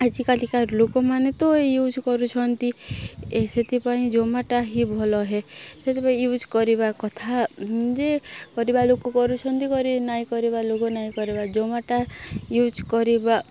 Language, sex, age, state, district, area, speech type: Odia, female, 18-30, Odisha, Nuapada, urban, spontaneous